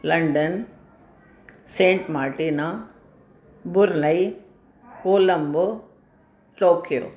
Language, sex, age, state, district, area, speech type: Sindhi, female, 60+, Rajasthan, Ajmer, urban, spontaneous